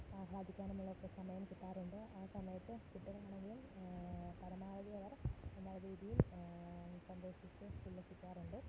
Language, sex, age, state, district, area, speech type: Malayalam, female, 30-45, Kerala, Kottayam, rural, spontaneous